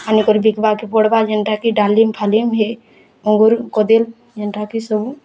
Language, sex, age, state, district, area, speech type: Odia, female, 18-30, Odisha, Bargarh, rural, spontaneous